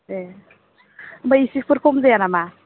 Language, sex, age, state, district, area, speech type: Bodo, female, 18-30, Assam, Chirang, urban, conversation